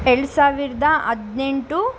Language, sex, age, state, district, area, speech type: Kannada, female, 18-30, Karnataka, Tumkur, rural, spontaneous